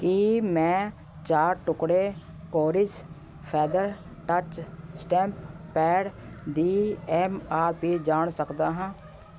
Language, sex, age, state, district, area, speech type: Punjabi, female, 45-60, Punjab, Patiala, urban, read